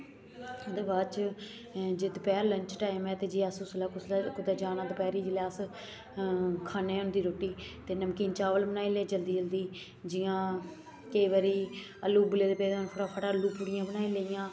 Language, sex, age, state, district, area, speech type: Dogri, female, 45-60, Jammu and Kashmir, Samba, urban, spontaneous